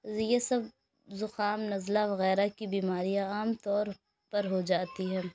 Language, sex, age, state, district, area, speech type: Urdu, female, 18-30, Uttar Pradesh, Lucknow, urban, spontaneous